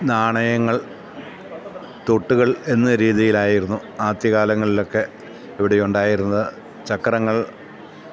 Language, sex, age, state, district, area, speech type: Malayalam, male, 45-60, Kerala, Kottayam, rural, spontaneous